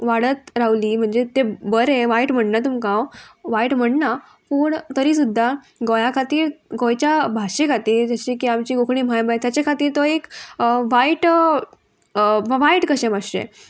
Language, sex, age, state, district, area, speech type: Goan Konkani, female, 18-30, Goa, Murmgao, urban, spontaneous